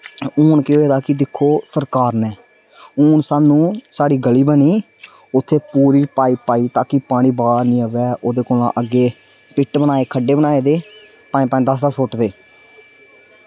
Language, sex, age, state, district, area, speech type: Dogri, male, 18-30, Jammu and Kashmir, Samba, rural, spontaneous